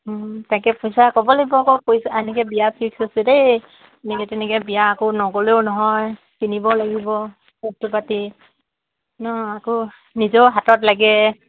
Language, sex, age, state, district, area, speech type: Assamese, female, 18-30, Assam, Dhemaji, urban, conversation